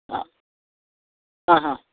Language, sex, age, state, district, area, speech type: Kannada, male, 45-60, Karnataka, Udupi, rural, conversation